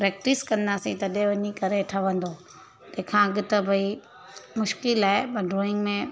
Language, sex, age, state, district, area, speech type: Sindhi, female, 30-45, Gujarat, Surat, urban, spontaneous